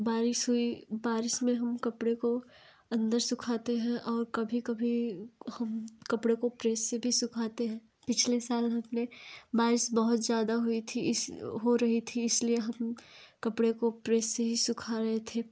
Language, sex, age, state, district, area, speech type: Hindi, female, 18-30, Uttar Pradesh, Jaunpur, urban, spontaneous